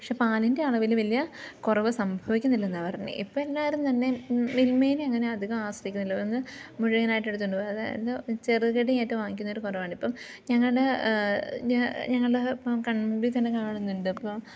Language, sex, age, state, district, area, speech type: Malayalam, female, 18-30, Kerala, Idukki, rural, spontaneous